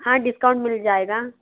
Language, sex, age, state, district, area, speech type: Hindi, female, 30-45, Madhya Pradesh, Bhopal, urban, conversation